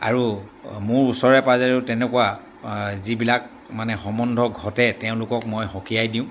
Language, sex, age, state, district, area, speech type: Assamese, male, 60+, Assam, Dibrugarh, rural, spontaneous